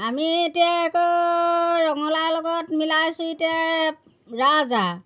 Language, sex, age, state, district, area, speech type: Assamese, female, 60+, Assam, Golaghat, rural, spontaneous